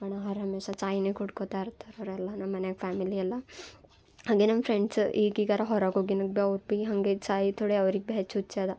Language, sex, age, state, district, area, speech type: Kannada, female, 18-30, Karnataka, Bidar, urban, spontaneous